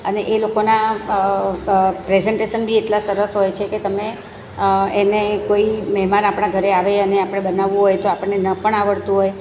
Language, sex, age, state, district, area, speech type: Gujarati, female, 45-60, Gujarat, Surat, rural, spontaneous